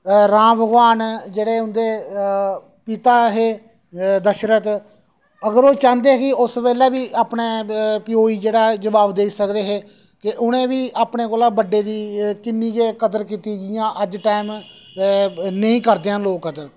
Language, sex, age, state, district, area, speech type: Dogri, male, 30-45, Jammu and Kashmir, Reasi, rural, spontaneous